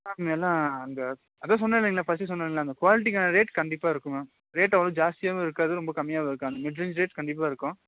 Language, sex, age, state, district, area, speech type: Tamil, male, 30-45, Tamil Nadu, Nilgiris, urban, conversation